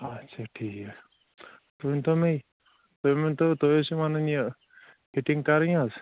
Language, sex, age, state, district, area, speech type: Kashmiri, male, 30-45, Jammu and Kashmir, Shopian, rural, conversation